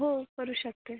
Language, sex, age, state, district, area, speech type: Marathi, female, 18-30, Maharashtra, Amravati, urban, conversation